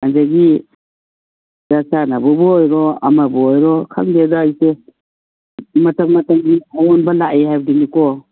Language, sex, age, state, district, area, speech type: Manipuri, female, 45-60, Manipur, Kangpokpi, urban, conversation